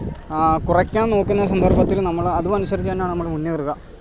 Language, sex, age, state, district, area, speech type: Malayalam, male, 30-45, Kerala, Alappuzha, rural, spontaneous